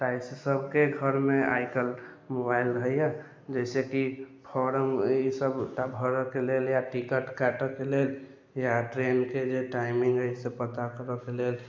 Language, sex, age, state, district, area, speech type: Maithili, male, 45-60, Bihar, Sitamarhi, rural, spontaneous